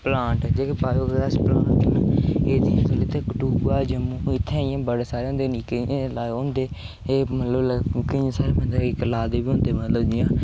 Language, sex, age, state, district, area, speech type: Dogri, male, 18-30, Jammu and Kashmir, Udhampur, rural, spontaneous